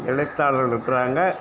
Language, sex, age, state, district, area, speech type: Tamil, male, 60+, Tamil Nadu, Cuddalore, rural, spontaneous